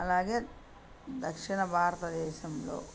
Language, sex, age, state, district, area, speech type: Telugu, female, 60+, Andhra Pradesh, Bapatla, urban, spontaneous